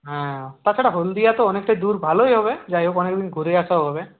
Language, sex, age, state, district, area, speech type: Bengali, male, 30-45, West Bengal, Purulia, rural, conversation